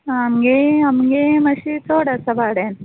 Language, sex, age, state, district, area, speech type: Goan Konkani, female, 30-45, Goa, Quepem, rural, conversation